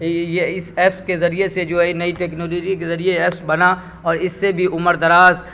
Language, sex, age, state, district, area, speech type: Urdu, male, 45-60, Bihar, Supaul, rural, spontaneous